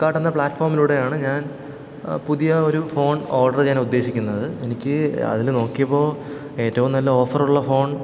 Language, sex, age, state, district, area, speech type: Malayalam, male, 18-30, Kerala, Thiruvananthapuram, rural, spontaneous